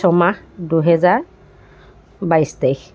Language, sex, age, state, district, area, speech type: Assamese, female, 60+, Assam, Dibrugarh, rural, spontaneous